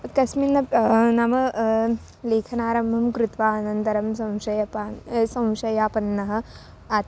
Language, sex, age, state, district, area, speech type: Sanskrit, female, 18-30, Maharashtra, Wardha, urban, spontaneous